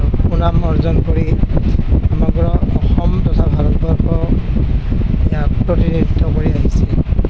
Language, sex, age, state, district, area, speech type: Assamese, male, 60+, Assam, Nalbari, rural, spontaneous